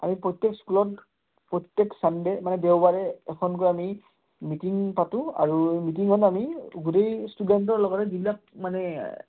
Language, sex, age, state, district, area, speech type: Assamese, male, 30-45, Assam, Udalguri, rural, conversation